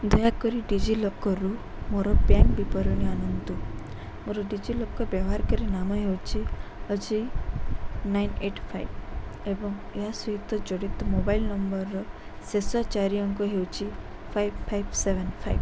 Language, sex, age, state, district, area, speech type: Odia, female, 18-30, Odisha, Subarnapur, urban, read